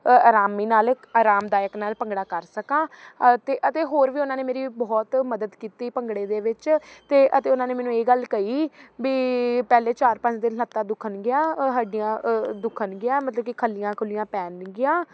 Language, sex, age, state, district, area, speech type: Punjabi, female, 18-30, Punjab, Faridkot, urban, spontaneous